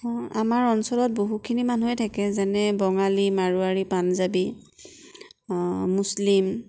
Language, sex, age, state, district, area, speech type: Assamese, female, 30-45, Assam, Nagaon, rural, spontaneous